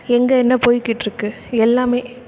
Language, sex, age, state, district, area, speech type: Tamil, female, 18-30, Tamil Nadu, Thanjavur, rural, spontaneous